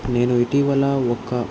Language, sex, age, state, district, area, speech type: Telugu, male, 18-30, Andhra Pradesh, Krishna, urban, spontaneous